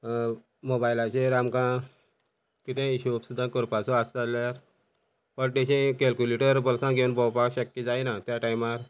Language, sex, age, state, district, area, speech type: Goan Konkani, male, 45-60, Goa, Quepem, rural, spontaneous